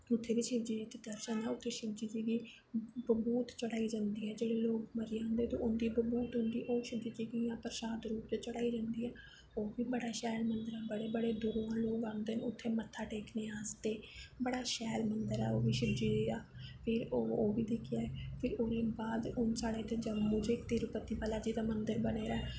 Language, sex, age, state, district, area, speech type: Dogri, female, 18-30, Jammu and Kashmir, Reasi, urban, spontaneous